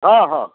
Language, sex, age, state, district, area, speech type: Maithili, male, 60+, Bihar, Darbhanga, rural, conversation